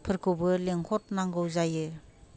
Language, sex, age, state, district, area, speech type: Bodo, female, 45-60, Assam, Kokrajhar, urban, spontaneous